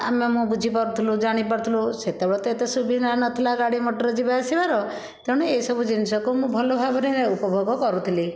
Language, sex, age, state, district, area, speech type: Odia, female, 60+, Odisha, Bhadrak, rural, spontaneous